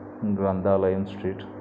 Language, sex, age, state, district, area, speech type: Telugu, male, 45-60, Andhra Pradesh, N T Rama Rao, urban, spontaneous